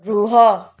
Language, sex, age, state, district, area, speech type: Odia, female, 60+, Odisha, Boudh, rural, read